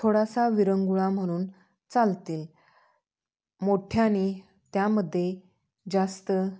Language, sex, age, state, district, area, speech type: Marathi, female, 30-45, Maharashtra, Sangli, rural, spontaneous